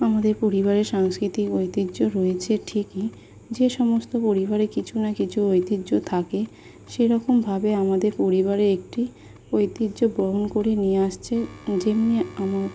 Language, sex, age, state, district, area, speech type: Bengali, female, 18-30, West Bengal, South 24 Parganas, rural, spontaneous